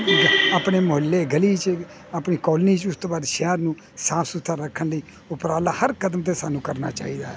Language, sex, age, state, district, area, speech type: Punjabi, male, 60+, Punjab, Hoshiarpur, rural, spontaneous